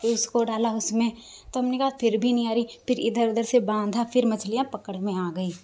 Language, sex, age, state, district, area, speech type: Hindi, female, 45-60, Uttar Pradesh, Hardoi, rural, spontaneous